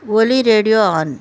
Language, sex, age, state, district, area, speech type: Telugu, female, 60+, Andhra Pradesh, West Godavari, rural, read